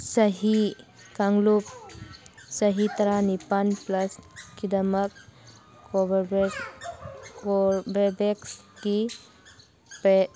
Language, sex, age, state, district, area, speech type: Manipuri, female, 45-60, Manipur, Churachandpur, urban, read